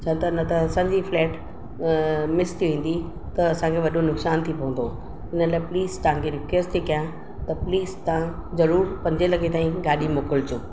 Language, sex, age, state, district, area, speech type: Sindhi, female, 45-60, Maharashtra, Mumbai Suburban, urban, spontaneous